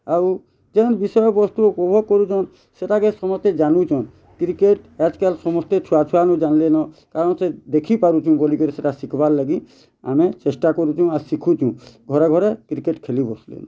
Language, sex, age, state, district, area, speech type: Odia, male, 30-45, Odisha, Bargarh, urban, spontaneous